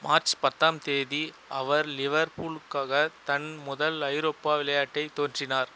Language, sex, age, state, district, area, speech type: Tamil, male, 30-45, Tamil Nadu, Chengalpattu, rural, read